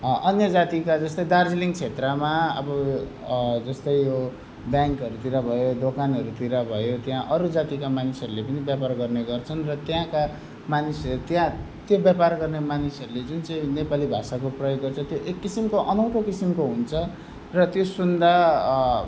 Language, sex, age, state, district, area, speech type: Nepali, male, 30-45, West Bengal, Darjeeling, rural, spontaneous